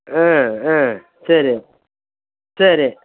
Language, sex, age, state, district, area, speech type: Tamil, male, 60+, Tamil Nadu, Perambalur, urban, conversation